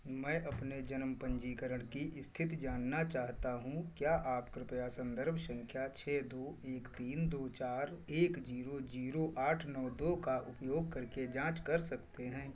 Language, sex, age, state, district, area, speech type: Hindi, male, 45-60, Uttar Pradesh, Sitapur, rural, read